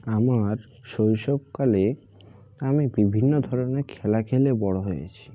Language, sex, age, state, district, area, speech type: Bengali, male, 45-60, West Bengal, Bankura, urban, spontaneous